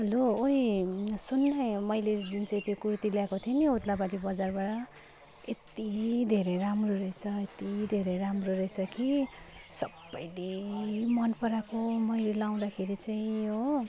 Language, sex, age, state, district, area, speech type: Nepali, female, 30-45, West Bengal, Jalpaiguri, rural, spontaneous